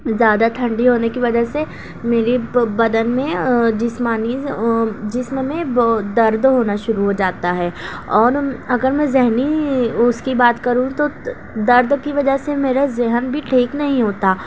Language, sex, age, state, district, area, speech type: Urdu, female, 18-30, Maharashtra, Nashik, rural, spontaneous